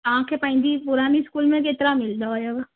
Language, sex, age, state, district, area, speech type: Sindhi, female, 18-30, Gujarat, Surat, urban, conversation